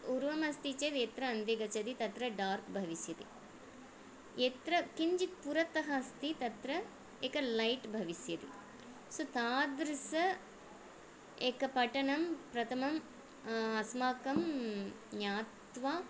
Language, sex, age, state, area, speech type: Sanskrit, female, 30-45, Tamil Nadu, urban, spontaneous